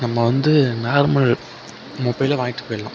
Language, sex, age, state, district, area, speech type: Tamil, male, 18-30, Tamil Nadu, Mayiladuthurai, rural, spontaneous